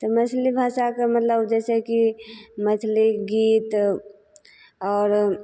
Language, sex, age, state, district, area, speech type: Maithili, female, 30-45, Bihar, Begusarai, rural, spontaneous